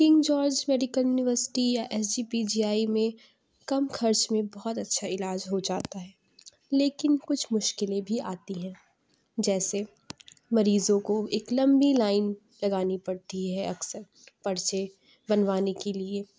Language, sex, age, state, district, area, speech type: Urdu, female, 18-30, Uttar Pradesh, Lucknow, rural, spontaneous